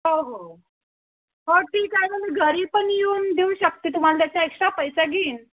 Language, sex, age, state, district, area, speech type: Marathi, female, 30-45, Maharashtra, Thane, urban, conversation